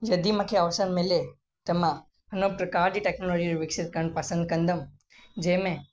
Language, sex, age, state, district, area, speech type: Sindhi, male, 18-30, Gujarat, Kutch, rural, spontaneous